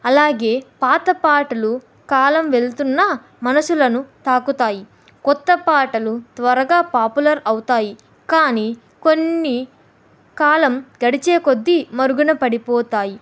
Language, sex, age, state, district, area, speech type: Telugu, female, 18-30, Andhra Pradesh, Kadapa, rural, spontaneous